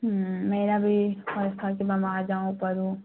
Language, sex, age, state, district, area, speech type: Urdu, female, 18-30, Bihar, Khagaria, rural, conversation